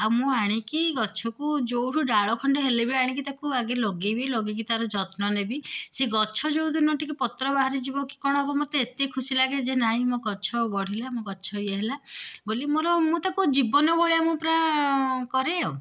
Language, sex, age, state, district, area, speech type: Odia, female, 45-60, Odisha, Puri, urban, spontaneous